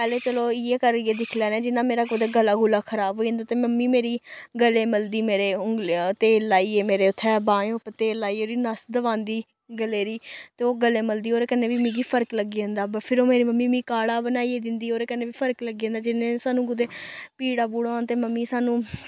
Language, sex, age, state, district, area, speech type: Dogri, female, 18-30, Jammu and Kashmir, Samba, rural, spontaneous